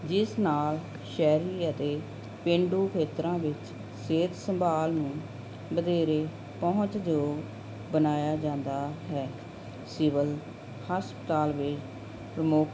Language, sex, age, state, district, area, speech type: Punjabi, female, 45-60, Punjab, Barnala, urban, spontaneous